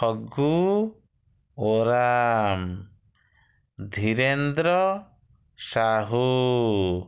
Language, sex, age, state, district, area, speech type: Odia, male, 30-45, Odisha, Kalahandi, rural, spontaneous